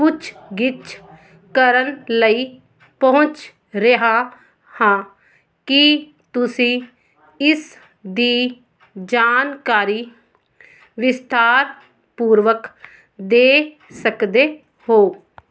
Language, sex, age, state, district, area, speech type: Punjabi, female, 45-60, Punjab, Fazilka, rural, read